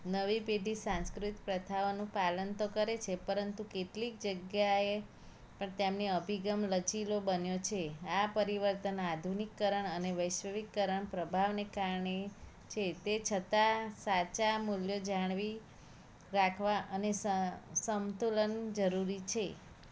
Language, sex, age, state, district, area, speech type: Gujarati, female, 30-45, Gujarat, Kheda, rural, spontaneous